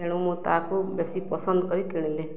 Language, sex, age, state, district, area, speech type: Odia, female, 45-60, Odisha, Balangir, urban, spontaneous